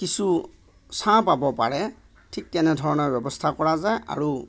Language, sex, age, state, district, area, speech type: Assamese, male, 45-60, Assam, Darrang, rural, spontaneous